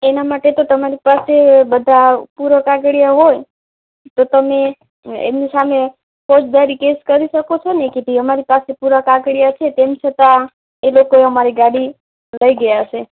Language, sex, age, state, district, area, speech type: Gujarati, female, 30-45, Gujarat, Kutch, rural, conversation